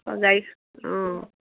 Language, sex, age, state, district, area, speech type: Assamese, female, 60+, Assam, Dibrugarh, rural, conversation